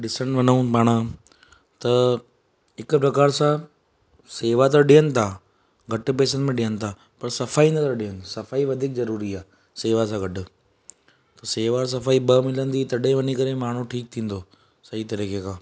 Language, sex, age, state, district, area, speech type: Sindhi, male, 30-45, Gujarat, Surat, urban, spontaneous